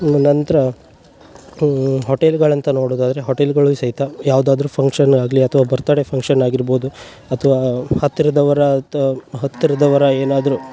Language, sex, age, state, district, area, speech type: Kannada, male, 18-30, Karnataka, Uttara Kannada, rural, spontaneous